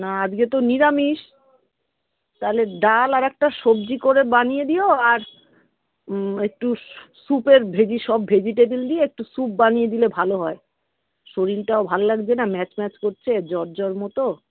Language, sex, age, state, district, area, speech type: Bengali, female, 45-60, West Bengal, Kolkata, urban, conversation